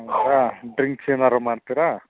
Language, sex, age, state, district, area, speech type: Kannada, male, 30-45, Karnataka, Mandya, rural, conversation